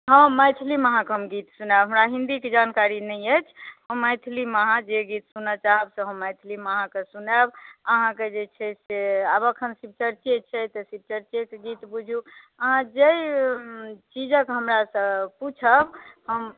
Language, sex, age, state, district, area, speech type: Maithili, female, 45-60, Bihar, Madhubani, rural, conversation